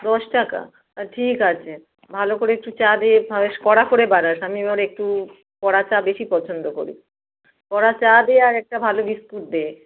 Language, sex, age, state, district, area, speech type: Bengali, female, 45-60, West Bengal, Howrah, urban, conversation